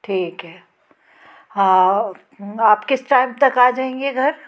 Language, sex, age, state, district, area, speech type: Hindi, female, 60+, Madhya Pradesh, Gwalior, rural, spontaneous